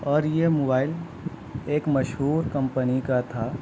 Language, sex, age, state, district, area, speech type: Urdu, male, 18-30, Delhi, South Delhi, urban, spontaneous